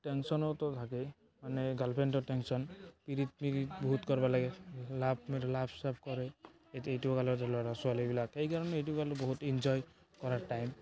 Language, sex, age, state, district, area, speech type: Assamese, male, 18-30, Assam, Barpeta, rural, spontaneous